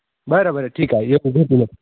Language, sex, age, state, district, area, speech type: Marathi, male, 18-30, Maharashtra, Hingoli, urban, conversation